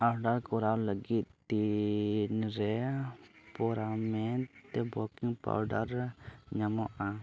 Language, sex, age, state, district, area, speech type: Santali, male, 18-30, Jharkhand, Pakur, rural, read